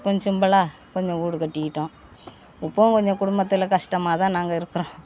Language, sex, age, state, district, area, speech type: Tamil, female, 60+, Tamil Nadu, Perambalur, rural, spontaneous